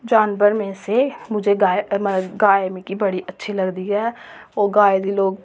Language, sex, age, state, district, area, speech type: Dogri, female, 18-30, Jammu and Kashmir, Reasi, rural, spontaneous